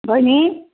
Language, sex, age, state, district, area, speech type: Nepali, female, 45-60, West Bengal, Jalpaiguri, urban, conversation